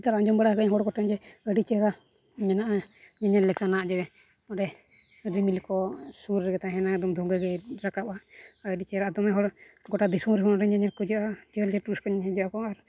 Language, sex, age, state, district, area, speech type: Santali, male, 18-30, Jharkhand, East Singhbhum, rural, spontaneous